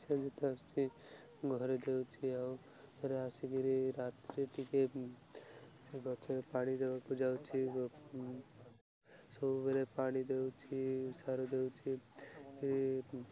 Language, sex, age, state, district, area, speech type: Odia, male, 18-30, Odisha, Malkangiri, urban, spontaneous